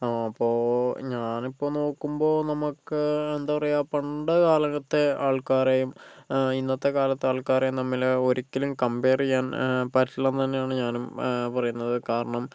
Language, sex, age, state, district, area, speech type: Malayalam, male, 30-45, Kerala, Kozhikode, urban, spontaneous